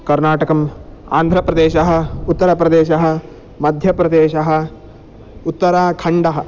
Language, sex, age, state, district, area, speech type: Sanskrit, male, 18-30, Karnataka, Uttara Kannada, rural, spontaneous